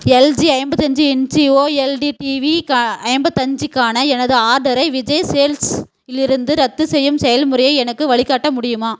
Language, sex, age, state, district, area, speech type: Tamil, female, 30-45, Tamil Nadu, Tirupattur, rural, read